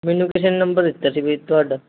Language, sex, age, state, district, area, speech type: Punjabi, male, 18-30, Punjab, Mansa, urban, conversation